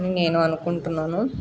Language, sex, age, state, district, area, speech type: Telugu, female, 18-30, Telangana, Mahbubnagar, urban, spontaneous